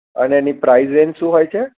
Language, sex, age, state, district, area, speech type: Gujarati, male, 18-30, Gujarat, Anand, urban, conversation